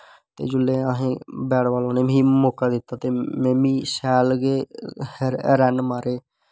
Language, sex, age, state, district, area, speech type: Dogri, male, 18-30, Jammu and Kashmir, Samba, urban, spontaneous